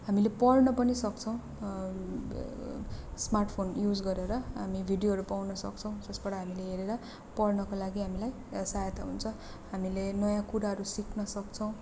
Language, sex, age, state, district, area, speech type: Nepali, female, 18-30, West Bengal, Darjeeling, rural, spontaneous